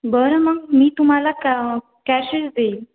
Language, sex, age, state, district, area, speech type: Marathi, female, 18-30, Maharashtra, Washim, rural, conversation